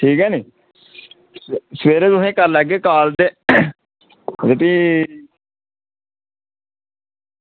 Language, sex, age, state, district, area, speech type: Dogri, male, 30-45, Jammu and Kashmir, Reasi, rural, conversation